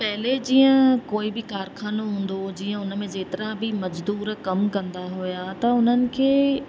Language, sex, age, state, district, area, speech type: Sindhi, female, 30-45, Madhya Pradesh, Katni, rural, spontaneous